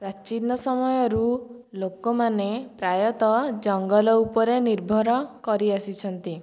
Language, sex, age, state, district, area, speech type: Odia, female, 18-30, Odisha, Dhenkanal, rural, spontaneous